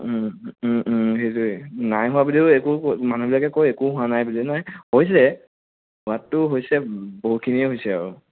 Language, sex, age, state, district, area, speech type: Assamese, male, 30-45, Assam, Sonitpur, rural, conversation